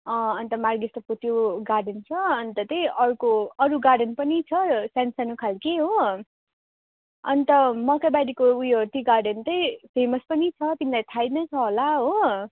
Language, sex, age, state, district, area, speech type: Nepali, female, 18-30, West Bengal, Darjeeling, rural, conversation